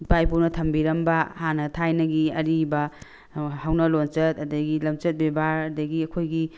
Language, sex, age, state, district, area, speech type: Manipuri, female, 45-60, Manipur, Tengnoupal, rural, spontaneous